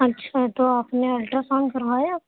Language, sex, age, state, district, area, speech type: Urdu, female, 18-30, Delhi, Central Delhi, urban, conversation